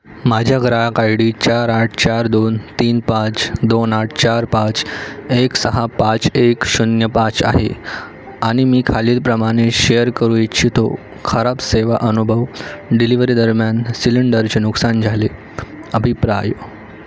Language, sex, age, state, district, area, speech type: Marathi, male, 18-30, Maharashtra, Nagpur, rural, read